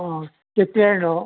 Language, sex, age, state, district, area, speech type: Kannada, male, 60+, Karnataka, Mandya, rural, conversation